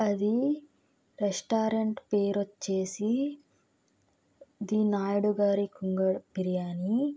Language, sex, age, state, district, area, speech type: Telugu, female, 18-30, Andhra Pradesh, Krishna, rural, spontaneous